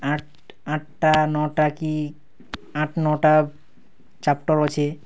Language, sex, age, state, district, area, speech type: Odia, male, 18-30, Odisha, Kalahandi, rural, spontaneous